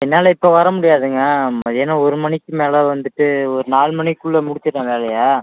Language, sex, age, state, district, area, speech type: Tamil, male, 18-30, Tamil Nadu, Tiruchirappalli, rural, conversation